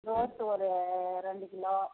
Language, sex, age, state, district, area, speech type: Tamil, female, 30-45, Tamil Nadu, Tirupattur, rural, conversation